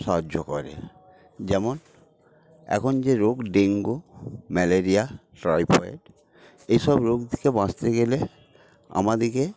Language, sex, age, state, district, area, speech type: Bengali, male, 60+, West Bengal, Paschim Medinipur, rural, spontaneous